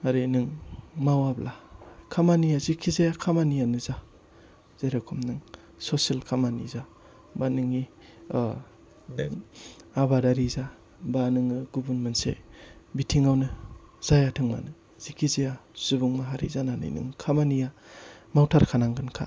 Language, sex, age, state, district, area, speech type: Bodo, male, 30-45, Assam, Chirang, rural, spontaneous